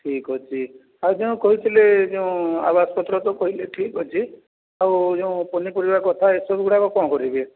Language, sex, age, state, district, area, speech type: Odia, male, 45-60, Odisha, Jajpur, rural, conversation